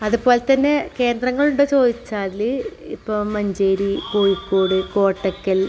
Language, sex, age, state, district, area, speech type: Malayalam, female, 45-60, Kerala, Malappuram, rural, spontaneous